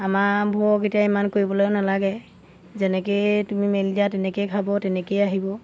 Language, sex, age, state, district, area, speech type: Assamese, female, 30-45, Assam, Golaghat, rural, spontaneous